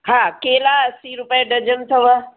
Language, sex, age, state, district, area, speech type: Sindhi, female, 60+, Uttar Pradesh, Lucknow, rural, conversation